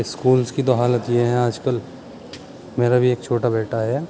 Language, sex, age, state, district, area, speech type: Urdu, male, 30-45, Uttar Pradesh, Muzaffarnagar, urban, spontaneous